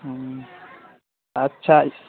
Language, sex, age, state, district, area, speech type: Urdu, male, 18-30, Bihar, Purnia, rural, conversation